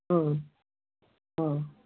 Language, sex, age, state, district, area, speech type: Odia, female, 60+, Odisha, Gajapati, rural, conversation